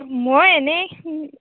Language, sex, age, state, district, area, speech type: Assamese, female, 30-45, Assam, Tinsukia, urban, conversation